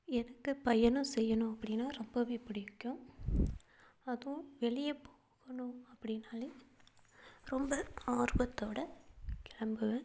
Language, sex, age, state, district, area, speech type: Tamil, female, 18-30, Tamil Nadu, Perambalur, rural, spontaneous